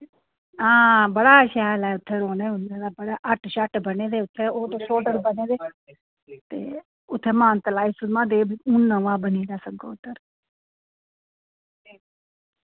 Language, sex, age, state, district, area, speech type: Dogri, female, 30-45, Jammu and Kashmir, Reasi, rural, conversation